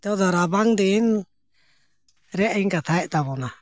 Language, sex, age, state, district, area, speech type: Santali, male, 60+, Jharkhand, Bokaro, rural, spontaneous